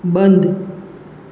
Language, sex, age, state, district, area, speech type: Gujarati, female, 45-60, Gujarat, Surat, urban, read